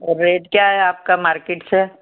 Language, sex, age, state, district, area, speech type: Hindi, female, 60+, Madhya Pradesh, Ujjain, urban, conversation